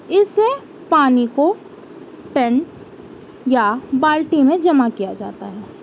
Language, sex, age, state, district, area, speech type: Urdu, female, 18-30, Uttar Pradesh, Balrampur, rural, spontaneous